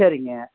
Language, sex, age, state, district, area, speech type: Tamil, male, 45-60, Tamil Nadu, Tiruppur, rural, conversation